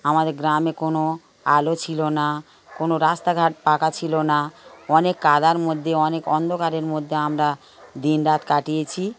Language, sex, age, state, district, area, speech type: Bengali, female, 60+, West Bengal, Darjeeling, rural, spontaneous